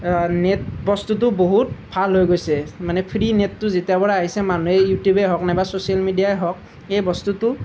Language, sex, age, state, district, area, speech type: Assamese, male, 18-30, Assam, Nalbari, rural, spontaneous